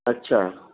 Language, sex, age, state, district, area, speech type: Urdu, male, 30-45, Delhi, South Delhi, urban, conversation